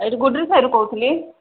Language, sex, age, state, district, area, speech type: Odia, female, 45-60, Odisha, Kandhamal, rural, conversation